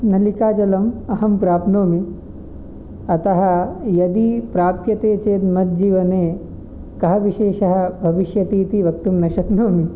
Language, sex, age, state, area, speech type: Sanskrit, male, 18-30, Delhi, urban, spontaneous